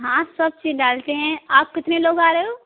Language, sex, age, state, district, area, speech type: Hindi, female, 18-30, Rajasthan, Karauli, rural, conversation